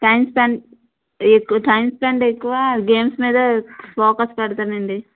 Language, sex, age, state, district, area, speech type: Telugu, female, 30-45, Andhra Pradesh, Vizianagaram, rural, conversation